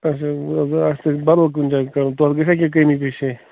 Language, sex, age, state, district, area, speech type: Kashmiri, male, 30-45, Jammu and Kashmir, Bandipora, rural, conversation